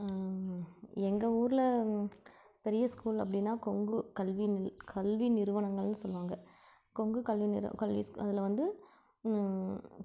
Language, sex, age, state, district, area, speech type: Tamil, female, 45-60, Tamil Nadu, Namakkal, rural, spontaneous